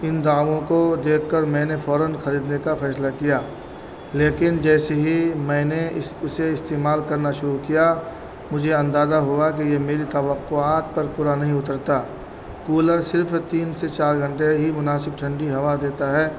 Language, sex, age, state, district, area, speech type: Urdu, male, 30-45, Delhi, North East Delhi, urban, spontaneous